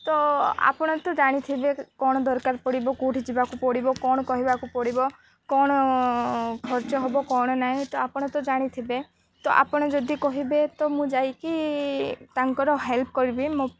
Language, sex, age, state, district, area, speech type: Odia, female, 18-30, Odisha, Nabarangpur, urban, spontaneous